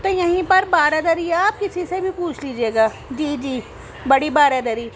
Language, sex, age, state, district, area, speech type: Urdu, female, 18-30, Delhi, Central Delhi, urban, spontaneous